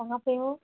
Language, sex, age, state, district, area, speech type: Hindi, female, 30-45, Uttar Pradesh, Ayodhya, rural, conversation